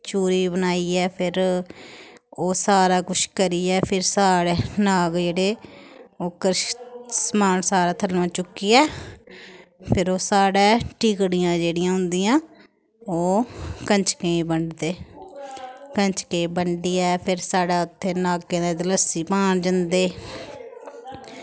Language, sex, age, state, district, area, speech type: Dogri, female, 30-45, Jammu and Kashmir, Samba, rural, spontaneous